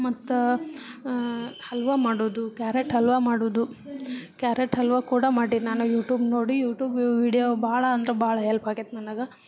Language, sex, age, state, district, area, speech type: Kannada, female, 30-45, Karnataka, Gadag, rural, spontaneous